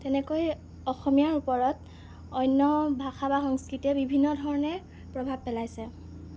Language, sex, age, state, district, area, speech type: Assamese, female, 18-30, Assam, Jorhat, urban, spontaneous